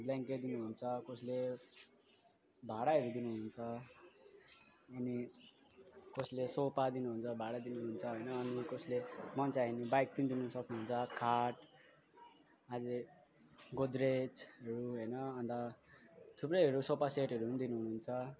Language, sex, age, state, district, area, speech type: Nepali, male, 18-30, West Bengal, Alipurduar, urban, spontaneous